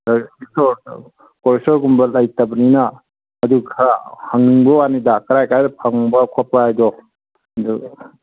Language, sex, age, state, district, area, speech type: Manipuri, male, 60+, Manipur, Kangpokpi, urban, conversation